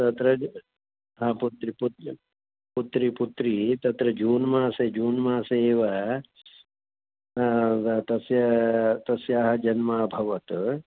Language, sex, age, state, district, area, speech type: Sanskrit, male, 60+, Karnataka, Bangalore Urban, urban, conversation